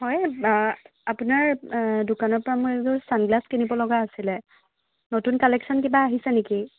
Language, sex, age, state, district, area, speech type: Assamese, female, 18-30, Assam, Golaghat, urban, conversation